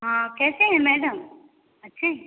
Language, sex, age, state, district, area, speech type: Hindi, female, 18-30, Bihar, Samastipur, urban, conversation